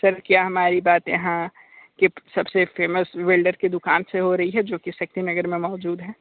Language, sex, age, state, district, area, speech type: Hindi, male, 60+, Uttar Pradesh, Sonbhadra, rural, conversation